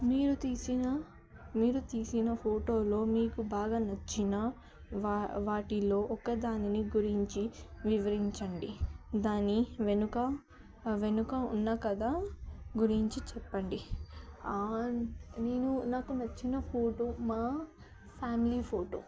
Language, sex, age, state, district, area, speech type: Telugu, female, 18-30, Telangana, Yadadri Bhuvanagiri, urban, spontaneous